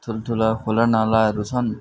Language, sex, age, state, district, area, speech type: Nepali, male, 45-60, West Bengal, Darjeeling, rural, spontaneous